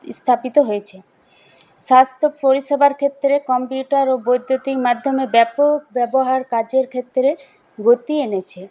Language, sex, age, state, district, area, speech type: Bengali, female, 18-30, West Bengal, Paschim Bardhaman, urban, spontaneous